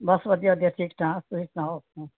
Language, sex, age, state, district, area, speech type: Punjabi, female, 60+, Punjab, Tarn Taran, urban, conversation